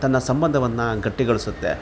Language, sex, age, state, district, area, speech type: Kannada, male, 30-45, Karnataka, Kolar, rural, spontaneous